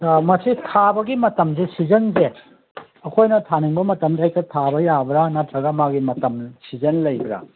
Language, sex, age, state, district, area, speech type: Manipuri, male, 45-60, Manipur, Kangpokpi, urban, conversation